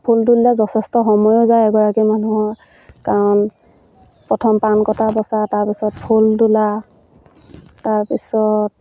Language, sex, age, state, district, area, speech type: Assamese, female, 30-45, Assam, Sivasagar, rural, spontaneous